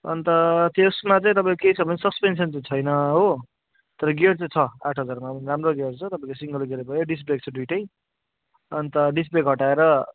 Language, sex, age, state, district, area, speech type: Nepali, male, 60+, West Bengal, Darjeeling, rural, conversation